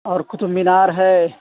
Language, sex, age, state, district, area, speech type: Urdu, female, 30-45, Delhi, South Delhi, rural, conversation